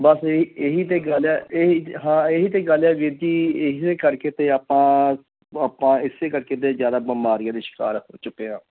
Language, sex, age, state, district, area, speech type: Punjabi, male, 30-45, Punjab, Tarn Taran, rural, conversation